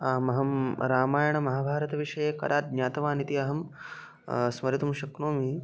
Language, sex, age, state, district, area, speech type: Sanskrit, male, 18-30, Maharashtra, Aurangabad, urban, spontaneous